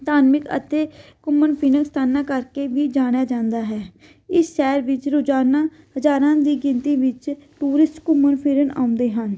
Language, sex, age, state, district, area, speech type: Punjabi, female, 18-30, Punjab, Fatehgarh Sahib, rural, spontaneous